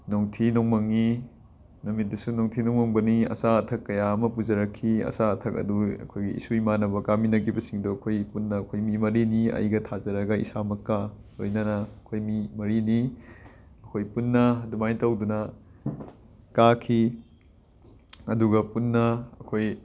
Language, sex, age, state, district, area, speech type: Manipuri, male, 18-30, Manipur, Imphal West, rural, spontaneous